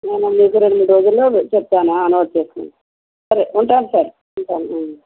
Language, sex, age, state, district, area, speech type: Telugu, female, 60+, Andhra Pradesh, West Godavari, rural, conversation